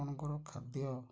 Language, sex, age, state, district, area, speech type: Odia, male, 60+, Odisha, Kendrapara, urban, spontaneous